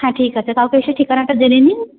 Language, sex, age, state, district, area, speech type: Bengali, female, 30-45, West Bengal, Paschim Bardhaman, urban, conversation